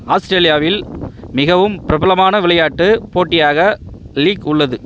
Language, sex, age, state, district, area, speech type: Tamil, male, 30-45, Tamil Nadu, Chengalpattu, rural, read